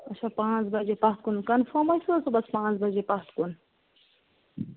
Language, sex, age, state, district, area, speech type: Kashmiri, female, 18-30, Jammu and Kashmir, Bandipora, rural, conversation